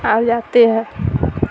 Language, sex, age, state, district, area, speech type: Urdu, female, 60+, Bihar, Darbhanga, rural, spontaneous